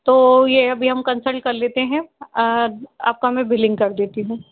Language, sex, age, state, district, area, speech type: Hindi, female, 18-30, Madhya Pradesh, Indore, urban, conversation